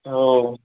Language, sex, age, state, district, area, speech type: Marathi, male, 18-30, Maharashtra, Hingoli, urban, conversation